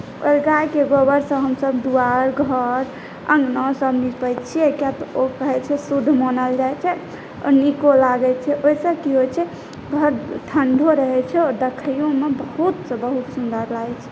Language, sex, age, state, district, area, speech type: Maithili, female, 18-30, Bihar, Saharsa, rural, spontaneous